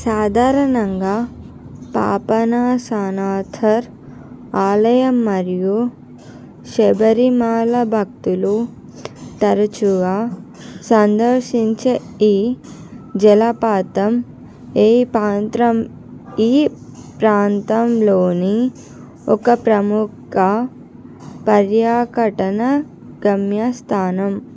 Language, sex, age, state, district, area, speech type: Telugu, female, 45-60, Andhra Pradesh, Visakhapatnam, urban, read